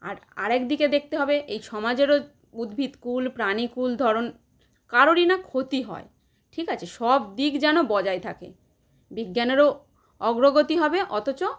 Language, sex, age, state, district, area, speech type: Bengali, female, 30-45, West Bengal, Howrah, urban, spontaneous